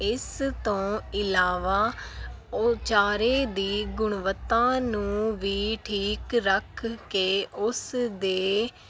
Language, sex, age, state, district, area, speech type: Punjabi, female, 18-30, Punjab, Fazilka, rural, spontaneous